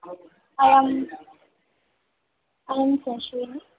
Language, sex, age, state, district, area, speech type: Telugu, female, 18-30, Andhra Pradesh, Eluru, rural, conversation